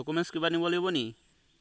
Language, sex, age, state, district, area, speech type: Assamese, male, 30-45, Assam, Golaghat, rural, spontaneous